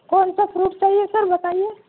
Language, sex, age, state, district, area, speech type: Urdu, male, 30-45, Uttar Pradesh, Gautam Buddha Nagar, rural, conversation